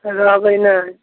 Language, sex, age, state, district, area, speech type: Maithili, female, 45-60, Bihar, Samastipur, rural, conversation